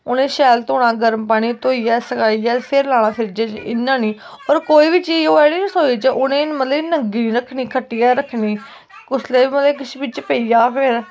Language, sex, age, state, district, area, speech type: Dogri, female, 18-30, Jammu and Kashmir, Kathua, rural, spontaneous